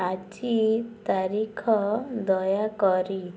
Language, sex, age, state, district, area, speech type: Odia, female, 18-30, Odisha, Cuttack, urban, read